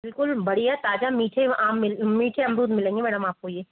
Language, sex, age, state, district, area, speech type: Hindi, female, 60+, Rajasthan, Jaipur, urban, conversation